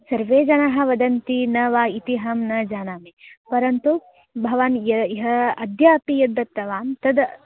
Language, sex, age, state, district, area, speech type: Sanskrit, female, 18-30, Karnataka, Dharwad, urban, conversation